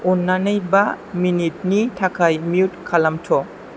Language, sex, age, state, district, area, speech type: Bodo, male, 18-30, Assam, Chirang, rural, read